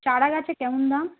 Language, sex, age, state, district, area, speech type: Bengali, female, 30-45, West Bengal, Darjeeling, rural, conversation